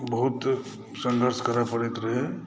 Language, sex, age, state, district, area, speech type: Maithili, male, 60+, Bihar, Saharsa, urban, spontaneous